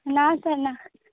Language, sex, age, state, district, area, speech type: Odia, female, 18-30, Odisha, Rayagada, rural, conversation